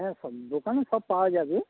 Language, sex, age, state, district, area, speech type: Bengali, male, 45-60, West Bengal, Dakshin Dinajpur, rural, conversation